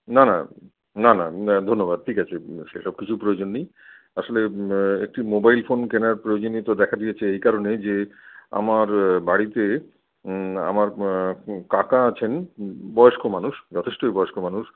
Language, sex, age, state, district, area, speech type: Bengali, male, 45-60, West Bengal, Paschim Bardhaman, urban, conversation